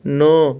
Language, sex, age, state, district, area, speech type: Odia, male, 30-45, Odisha, Balasore, rural, read